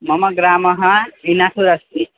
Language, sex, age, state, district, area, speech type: Sanskrit, male, 18-30, Assam, Tinsukia, rural, conversation